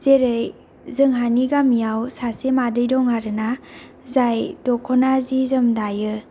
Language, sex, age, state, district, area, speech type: Bodo, female, 18-30, Assam, Kokrajhar, rural, spontaneous